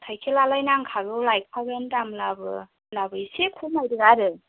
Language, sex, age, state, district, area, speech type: Bodo, female, 30-45, Assam, Chirang, rural, conversation